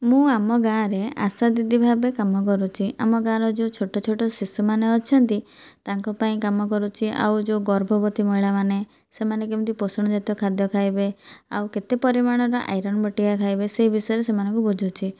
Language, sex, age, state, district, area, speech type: Odia, female, 30-45, Odisha, Boudh, rural, spontaneous